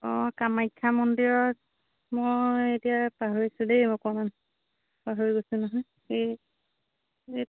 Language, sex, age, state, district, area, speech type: Assamese, female, 45-60, Assam, Majuli, urban, conversation